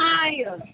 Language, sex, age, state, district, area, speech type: Maithili, female, 18-30, Bihar, Samastipur, rural, conversation